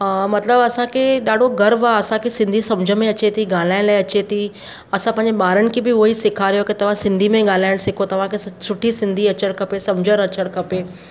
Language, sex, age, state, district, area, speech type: Sindhi, female, 30-45, Maharashtra, Mumbai Suburban, urban, spontaneous